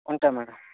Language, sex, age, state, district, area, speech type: Telugu, male, 60+, Andhra Pradesh, Vizianagaram, rural, conversation